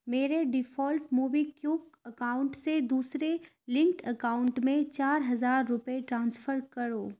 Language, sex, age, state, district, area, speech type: Urdu, female, 30-45, Bihar, Khagaria, rural, read